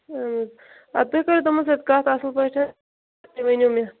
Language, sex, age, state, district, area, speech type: Kashmiri, female, 30-45, Jammu and Kashmir, Bandipora, rural, conversation